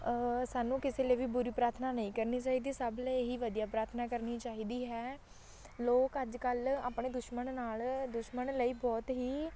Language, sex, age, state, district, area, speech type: Punjabi, female, 18-30, Punjab, Shaheed Bhagat Singh Nagar, rural, spontaneous